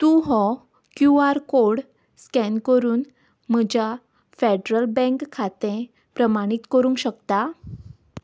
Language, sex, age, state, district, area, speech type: Goan Konkani, female, 30-45, Goa, Ponda, rural, read